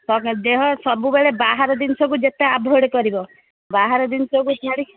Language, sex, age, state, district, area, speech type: Odia, female, 45-60, Odisha, Angul, rural, conversation